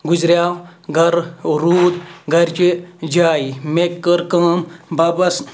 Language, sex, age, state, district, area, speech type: Kashmiri, male, 18-30, Jammu and Kashmir, Ganderbal, rural, spontaneous